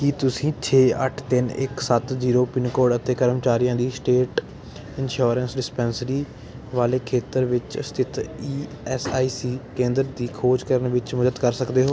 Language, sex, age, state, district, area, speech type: Punjabi, male, 18-30, Punjab, Ludhiana, urban, read